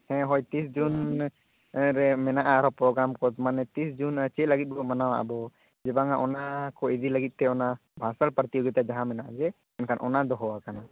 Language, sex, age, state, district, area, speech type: Santali, male, 18-30, Jharkhand, Seraikela Kharsawan, rural, conversation